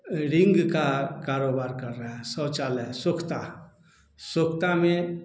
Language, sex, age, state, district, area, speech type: Hindi, male, 60+, Bihar, Samastipur, urban, spontaneous